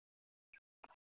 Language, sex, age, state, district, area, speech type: Odia, female, 18-30, Odisha, Rayagada, rural, conversation